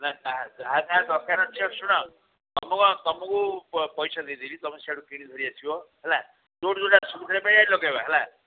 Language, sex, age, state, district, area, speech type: Odia, female, 60+, Odisha, Sundergarh, rural, conversation